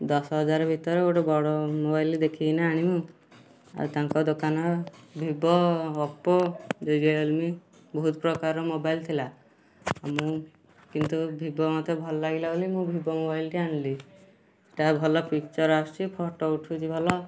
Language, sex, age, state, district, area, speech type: Odia, male, 18-30, Odisha, Kendujhar, urban, spontaneous